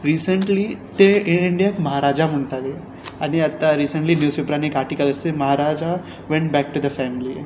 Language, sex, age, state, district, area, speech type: Goan Konkani, male, 18-30, Goa, Tiswadi, rural, spontaneous